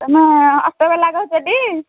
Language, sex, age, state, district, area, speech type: Odia, female, 30-45, Odisha, Nayagarh, rural, conversation